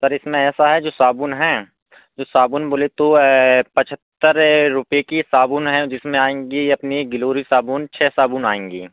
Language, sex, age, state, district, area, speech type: Hindi, male, 18-30, Madhya Pradesh, Seoni, urban, conversation